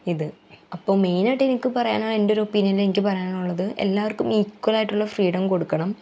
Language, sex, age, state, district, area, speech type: Malayalam, female, 18-30, Kerala, Ernakulam, rural, spontaneous